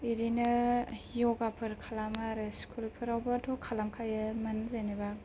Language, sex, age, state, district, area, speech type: Bodo, female, 18-30, Assam, Kokrajhar, rural, spontaneous